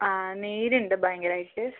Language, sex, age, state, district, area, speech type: Malayalam, female, 18-30, Kerala, Wayanad, rural, conversation